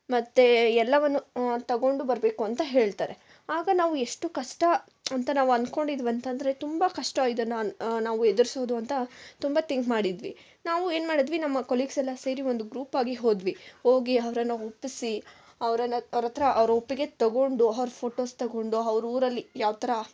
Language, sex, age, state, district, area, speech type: Kannada, female, 18-30, Karnataka, Kolar, rural, spontaneous